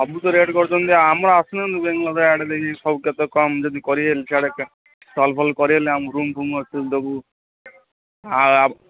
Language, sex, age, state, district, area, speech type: Odia, male, 45-60, Odisha, Gajapati, rural, conversation